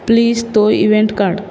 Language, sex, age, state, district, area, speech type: Goan Konkani, female, 30-45, Goa, Bardez, urban, read